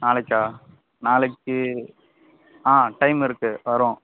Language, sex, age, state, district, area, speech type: Tamil, male, 18-30, Tamil Nadu, Kallakurichi, rural, conversation